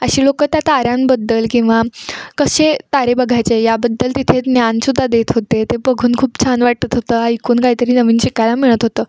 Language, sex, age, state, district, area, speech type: Marathi, female, 18-30, Maharashtra, Kolhapur, urban, spontaneous